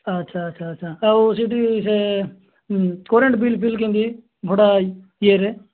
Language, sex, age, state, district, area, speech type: Odia, male, 30-45, Odisha, Nabarangpur, urban, conversation